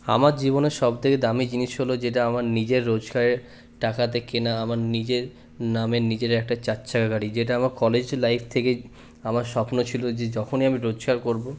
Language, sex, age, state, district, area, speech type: Bengali, male, 30-45, West Bengal, Purulia, urban, spontaneous